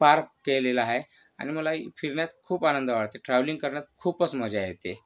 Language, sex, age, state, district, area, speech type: Marathi, male, 30-45, Maharashtra, Yavatmal, urban, spontaneous